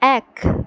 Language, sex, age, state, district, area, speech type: Bengali, female, 30-45, West Bengal, Purulia, rural, read